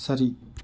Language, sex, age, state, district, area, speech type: Tamil, male, 45-60, Tamil Nadu, Mayiladuthurai, rural, read